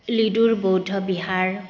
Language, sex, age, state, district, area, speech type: Assamese, female, 30-45, Assam, Kamrup Metropolitan, urban, spontaneous